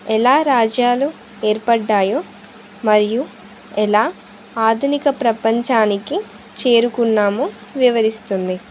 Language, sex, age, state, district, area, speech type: Telugu, female, 18-30, Andhra Pradesh, Sri Satya Sai, urban, spontaneous